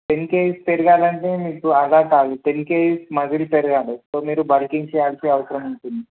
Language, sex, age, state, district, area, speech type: Telugu, male, 18-30, Andhra Pradesh, Palnadu, urban, conversation